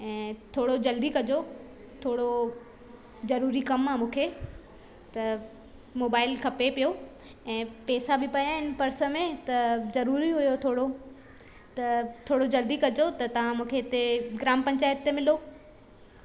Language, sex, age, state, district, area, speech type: Sindhi, female, 18-30, Madhya Pradesh, Katni, rural, spontaneous